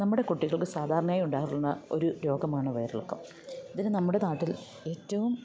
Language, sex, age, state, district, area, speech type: Malayalam, female, 45-60, Kerala, Idukki, rural, spontaneous